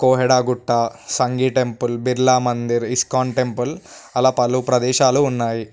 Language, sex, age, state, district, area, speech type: Telugu, male, 18-30, Telangana, Vikarabad, urban, spontaneous